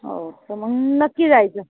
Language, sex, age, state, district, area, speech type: Marathi, female, 30-45, Maharashtra, Yavatmal, rural, conversation